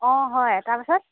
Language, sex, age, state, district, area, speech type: Assamese, female, 30-45, Assam, Lakhimpur, rural, conversation